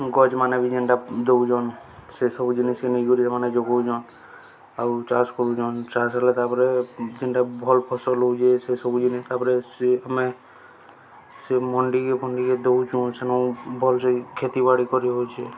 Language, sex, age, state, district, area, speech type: Odia, male, 18-30, Odisha, Balangir, urban, spontaneous